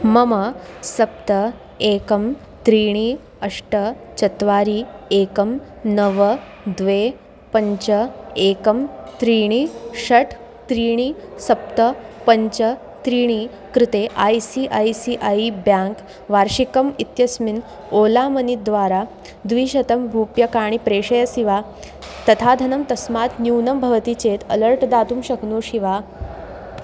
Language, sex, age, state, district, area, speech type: Sanskrit, female, 18-30, Maharashtra, Wardha, urban, read